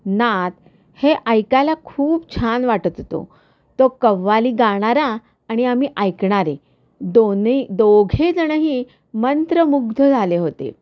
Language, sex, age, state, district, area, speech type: Marathi, female, 45-60, Maharashtra, Kolhapur, urban, spontaneous